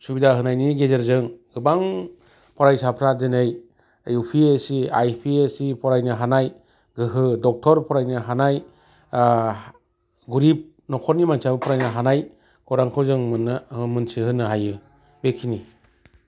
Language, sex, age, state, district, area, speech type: Bodo, male, 45-60, Assam, Chirang, rural, spontaneous